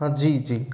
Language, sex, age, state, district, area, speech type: Hindi, male, 30-45, Madhya Pradesh, Bhopal, urban, spontaneous